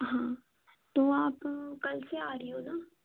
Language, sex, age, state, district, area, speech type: Hindi, female, 18-30, Madhya Pradesh, Chhindwara, urban, conversation